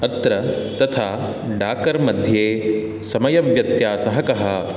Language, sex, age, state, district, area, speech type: Sanskrit, male, 18-30, Karnataka, Udupi, rural, read